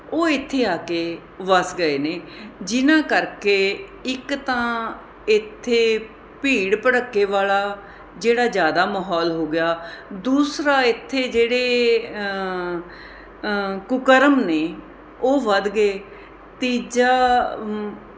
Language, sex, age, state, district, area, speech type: Punjabi, female, 45-60, Punjab, Mohali, urban, spontaneous